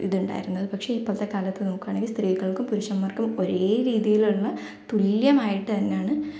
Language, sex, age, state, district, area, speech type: Malayalam, female, 18-30, Kerala, Kannur, rural, spontaneous